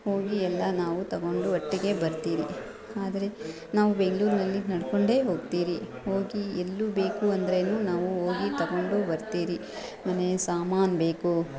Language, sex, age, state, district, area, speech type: Kannada, female, 45-60, Karnataka, Bangalore Urban, urban, spontaneous